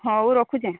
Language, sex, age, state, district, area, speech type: Odia, female, 45-60, Odisha, Sambalpur, rural, conversation